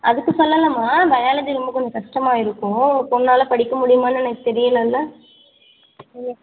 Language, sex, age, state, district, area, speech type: Tamil, female, 45-60, Tamil Nadu, Tiruchirappalli, rural, conversation